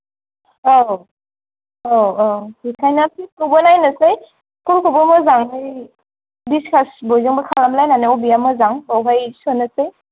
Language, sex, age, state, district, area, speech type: Bodo, female, 18-30, Assam, Kokrajhar, rural, conversation